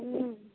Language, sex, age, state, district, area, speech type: Maithili, female, 18-30, Bihar, Madhubani, rural, conversation